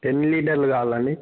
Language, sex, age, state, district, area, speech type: Telugu, female, 45-60, Andhra Pradesh, Kadapa, rural, conversation